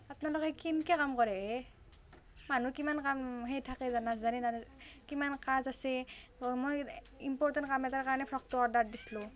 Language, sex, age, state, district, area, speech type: Assamese, female, 18-30, Assam, Nalbari, rural, spontaneous